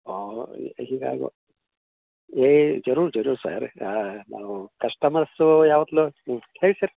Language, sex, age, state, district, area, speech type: Kannada, male, 60+, Karnataka, Koppal, rural, conversation